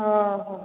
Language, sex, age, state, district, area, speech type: Odia, female, 45-60, Odisha, Angul, rural, conversation